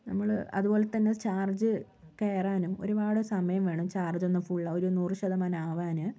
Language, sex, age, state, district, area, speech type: Malayalam, female, 60+, Kerala, Wayanad, rural, spontaneous